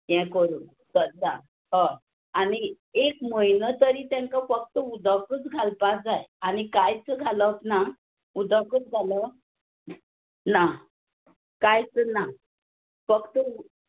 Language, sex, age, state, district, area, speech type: Goan Konkani, female, 45-60, Goa, Tiswadi, rural, conversation